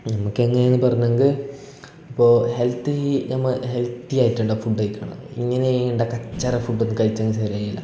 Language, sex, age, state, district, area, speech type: Malayalam, male, 18-30, Kerala, Kasaragod, urban, spontaneous